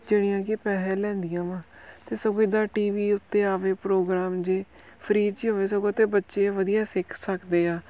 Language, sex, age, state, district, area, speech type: Punjabi, male, 18-30, Punjab, Tarn Taran, rural, spontaneous